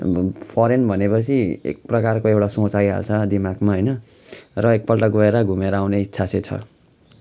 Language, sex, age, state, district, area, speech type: Nepali, male, 30-45, West Bengal, Jalpaiguri, rural, spontaneous